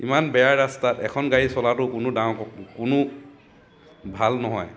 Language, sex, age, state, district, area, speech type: Assamese, male, 30-45, Assam, Dhemaji, rural, spontaneous